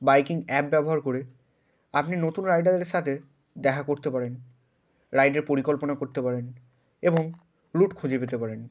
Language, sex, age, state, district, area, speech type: Bengali, male, 18-30, West Bengal, Hooghly, urban, spontaneous